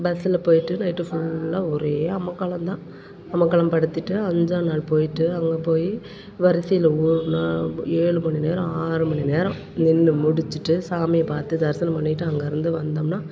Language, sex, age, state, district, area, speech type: Tamil, female, 45-60, Tamil Nadu, Perambalur, urban, spontaneous